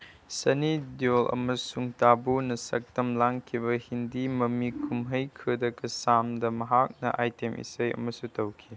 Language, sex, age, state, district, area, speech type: Manipuri, male, 18-30, Manipur, Chandel, rural, read